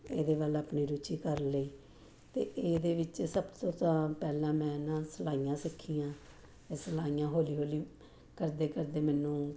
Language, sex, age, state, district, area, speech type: Punjabi, female, 45-60, Punjab, Jalandhar, urban, spontaneous